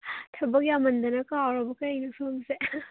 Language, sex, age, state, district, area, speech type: Manipuri, female, 18-30, Manipur, Kangpokpi, urban, conversation